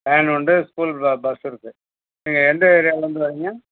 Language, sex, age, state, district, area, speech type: Tamil, male, 60+, Tamil Nadu, Cuddalore, urban, conversation